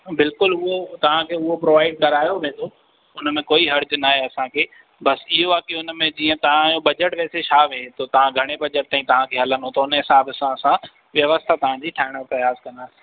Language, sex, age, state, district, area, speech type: Sindhi, male, 18-30, Madhya Pradesh, Katni, urban, conversation